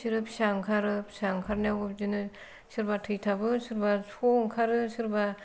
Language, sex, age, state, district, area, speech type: Bodo, female, 45-60, Assam, Kokrajhar, rural, spontaneous